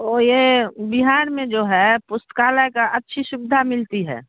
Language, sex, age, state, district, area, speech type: Hindi, female, 45-60, Bihar, Darbhanga, rural, conversation